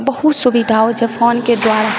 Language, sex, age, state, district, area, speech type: Maithili, female, 18-30, Bihar, Purnia, rural, spontaneous